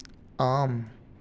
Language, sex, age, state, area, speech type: Sanskrit, male, 18-30, Rajasthan, urban, read